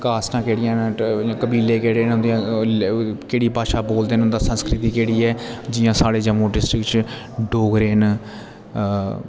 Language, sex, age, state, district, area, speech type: Dogri, male, 30-45, Jammu and Kashmir, Jammu, rural, spontaneous